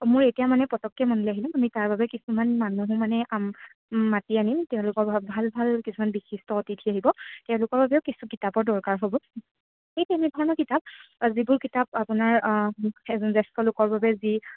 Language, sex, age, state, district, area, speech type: Assamese, female, 18-30, Assam, Sivasagar, rural, conversation